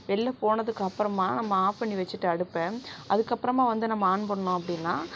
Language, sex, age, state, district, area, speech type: Tamil, female, 60+, Tamil Nadu, Sivaganga, rural, spontaneous